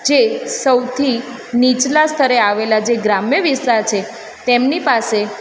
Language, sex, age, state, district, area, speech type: Gujarati, female, 30-45, Gujarat, Ahmedabad, urban, spontaneous